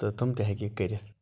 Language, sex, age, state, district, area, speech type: Kashmiri, male, 60+, Jammu and Kashmir, Budgam, rural, spontaneous